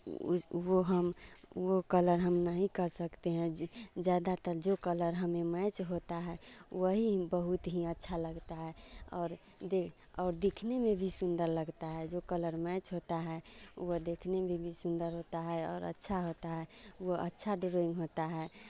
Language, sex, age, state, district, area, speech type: Hindi, female, 30-45, Bihar, Vaishali, urban, spontaneous